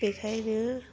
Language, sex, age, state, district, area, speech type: Bodo, female, 18-30, Assam, Udalguri, urban, spontaneous